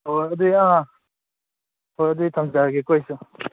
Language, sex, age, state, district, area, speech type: Manipuri, male, 30-45, Manipur, Imphal East, rural, conversation